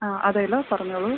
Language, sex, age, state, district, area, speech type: Malayalam, female, 30-45, Kerala, Idukki, rural, conversation